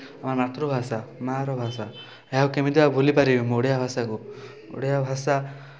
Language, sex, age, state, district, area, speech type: Odia, male, 18-30, Odisha, Rayagada, urban, spontaneous